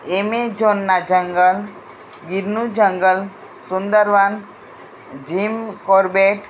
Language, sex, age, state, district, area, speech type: Gujarati, female, 60+, Gujarat, Kheda, rural, spontaneous